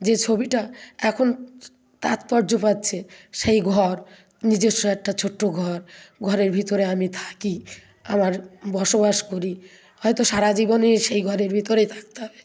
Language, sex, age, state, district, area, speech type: Bengali, female, 60+, West Bengal, South 24 Parganas, rural, spontaneous